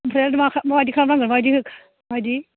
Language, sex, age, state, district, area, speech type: Bodo, female, 30-45, Assam, Baksa, rural, conversation